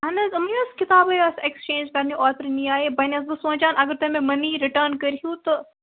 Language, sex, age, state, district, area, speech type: Kashmiri, female, 18-30, Jammu and Kashmir, Baramulla, rural, conversation